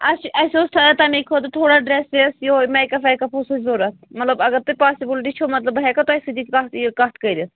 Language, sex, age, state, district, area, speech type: Kashmiri, female, 30-45, Jammu and Kashmir, Pulwama, rural, conversation